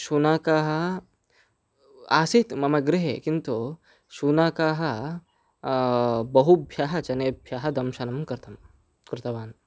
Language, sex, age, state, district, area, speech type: Sanskrit, male, 18-30, Karnataka, Chikkamagaluru, rural, spontaneous